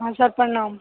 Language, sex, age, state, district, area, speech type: Hindi, male, 18-30, Bihar, Darbhanga, rural, conversation